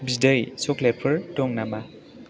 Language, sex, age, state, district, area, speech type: Bodo, male, 18-30, Assam, Chirang, rural, read